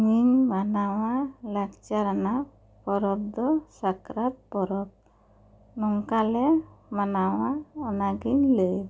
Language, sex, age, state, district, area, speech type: Santali, female, 30-45, West Bengal, Bankura, rural, spontaneous